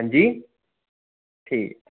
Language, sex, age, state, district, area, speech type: Dogri, male, 18-30, Jammu and Kashmir, Udhampur, urban, conversation